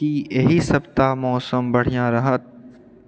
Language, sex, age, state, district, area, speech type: Maithili, male, 45-60, Bihar, Purnia, rural, read